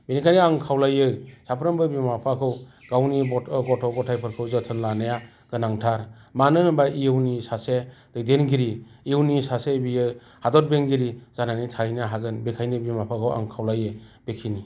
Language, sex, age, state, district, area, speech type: Bodo, male, 45-60, Assam, Chirang, rural, spontaneous